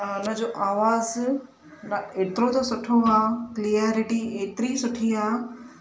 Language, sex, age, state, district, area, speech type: Sindhi, female, 30-45, Maharashtra, Thane, urban, spontaneous